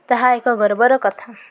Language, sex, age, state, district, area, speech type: Odia, female, 30-45, Odisha, Koraput, urban, spontaneous